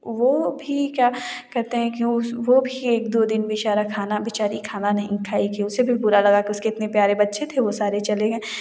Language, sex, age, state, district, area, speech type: Hindi, female, 18-30, Uttar Pradesh, Jaunpur, rural, spontaneous